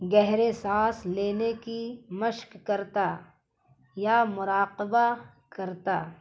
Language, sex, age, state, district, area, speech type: Urdu, female, 30-45, Bihar, Gaya, urban, spontaneous